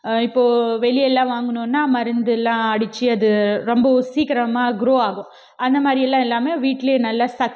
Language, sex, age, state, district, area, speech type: Tamil, female, 18-30, Tamil Nadu, Krishnagiri, rural, spontaneous